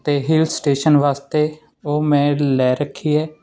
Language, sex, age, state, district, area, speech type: Punjabi, male, 30-45, Punjab, Ludhiana, urban, spontaneous